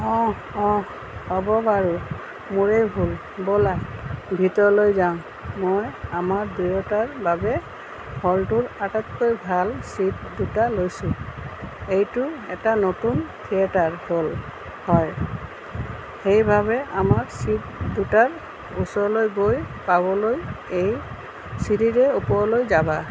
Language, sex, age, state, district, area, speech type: Assamese, female, 45-60, Assam, Tinsukia, rural, read